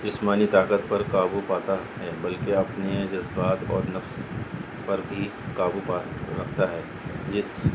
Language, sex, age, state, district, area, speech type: Urdu, male, 30-45, Delhi, North East Delhi, urban, spontaneous